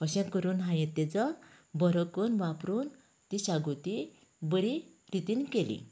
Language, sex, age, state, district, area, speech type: Goan Konkani, female, 45-60, Goa, Canacona, rural, spontaneous